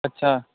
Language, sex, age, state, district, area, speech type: Punjabi, male, 18-30, Punjab, Kapurthala, rural, conversation